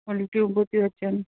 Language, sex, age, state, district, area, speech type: Sindhi, female, 30-45, Rajasthan, Ajmer, urban, conversation